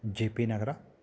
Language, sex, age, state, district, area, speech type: Kannada, male, 45-60, Karnataka, Kolar, urban, spontaneous